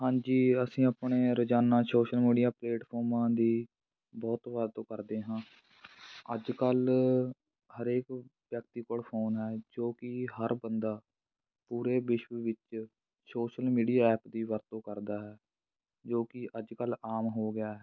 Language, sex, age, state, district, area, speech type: Punjabi, male, 18-30, Punjab, Fatehgarh Sahib, rural, spontaneous